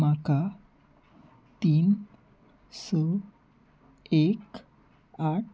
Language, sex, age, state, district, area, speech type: Goan Konkani, male, 18-30, Goa, Salcete, rural, read